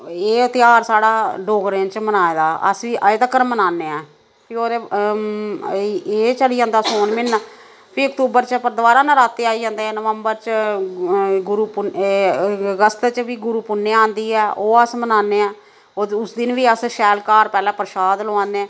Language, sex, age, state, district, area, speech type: Dogri, female, 45-60, Jammu and Kashmir, Samba, rural, spontaneous